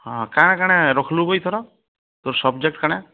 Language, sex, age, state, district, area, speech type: Odia, male, 45-60, Odisha, Bargarh, rural, conversation